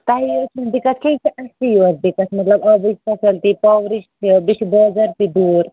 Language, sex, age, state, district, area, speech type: Kashmiri, female, 18-30, Jammu and Kashmir, Anantnag, rural, conversation